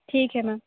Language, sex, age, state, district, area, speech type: Hindi, female, 18-30, Uttar Pradesh, Sonbhadra, rural, conversation